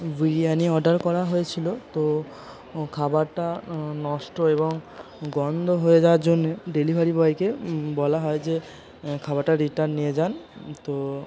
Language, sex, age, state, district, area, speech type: Bengali, male, 30-45, West Bengal, Purba Bardhaman, urban, spontaneous